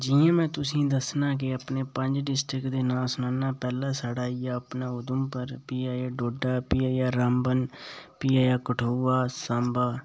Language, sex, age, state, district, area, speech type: Dogri, male, 18-30, Jammu and Kashmir, Udhampur, rural, spontaneous